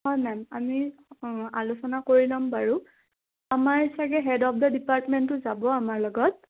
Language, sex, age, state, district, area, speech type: Assamese, female, 18-30, Assam, Udalguri, rural, conversation